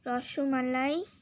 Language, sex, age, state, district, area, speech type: Bengali, female, 18-30, West Bengal, Alipurduar, rural, spontaneous